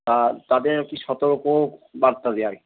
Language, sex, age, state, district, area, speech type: Bengali, male, 30-45, West Bengal, Howrah, urban, conversation